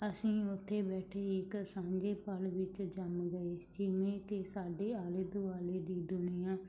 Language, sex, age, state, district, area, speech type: Punjabi, female, 30-45, Punjab, Barnala, urban, spontaneous